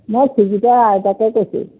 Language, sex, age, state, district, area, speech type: Assamese, female, 60+, Assam, Golaghat, urban, conversation